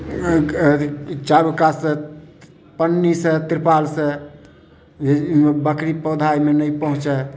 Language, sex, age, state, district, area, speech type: Maithili, male, 60+, Bihar, Samastipur, urban, spontaneous